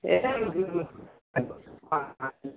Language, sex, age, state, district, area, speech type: Nepali, male, 30-45, West Bengal, Jalpaiguri, urban, conversation